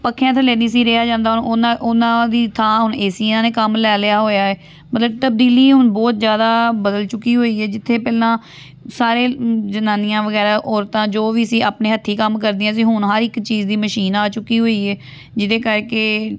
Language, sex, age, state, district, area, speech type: Punjabi, female, 18-30, Punjab, Amritsar, urban, spontaneous